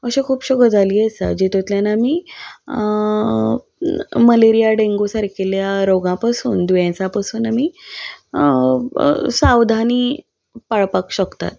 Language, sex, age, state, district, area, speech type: Goan Konkani, female, 18-30, Goa, Ponda, rural, spontaneous